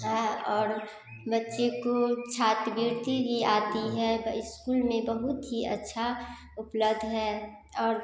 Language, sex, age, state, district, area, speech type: Hindi, female, 18-30, Bihar, Samastipur, rural, spontaneous